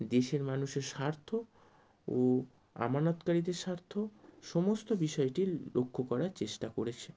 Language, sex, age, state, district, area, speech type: Bengali, male, 30-45, West Bengal, Howrah, urban, spontaneous